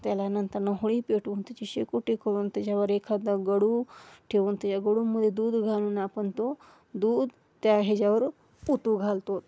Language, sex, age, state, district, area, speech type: Marathi, female, 30-45, Maharashtra, Osmanabad, rural, spontaneous